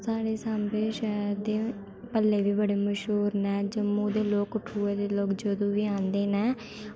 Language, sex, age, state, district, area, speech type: Dogri, female, 18-30, Jammu and Kashmir, Samba, rural, spontaneous